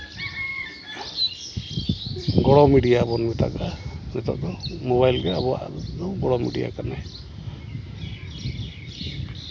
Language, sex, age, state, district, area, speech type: Santali, male, 30-45, Jharkhand, Seraikela Kharsawan, rural, spontaneous